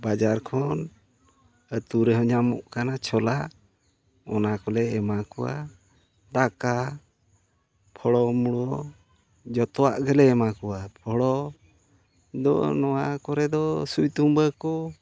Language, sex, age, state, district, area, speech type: Santali, male, 60+, Odisha, Mayurbhanj, rural, spontaneous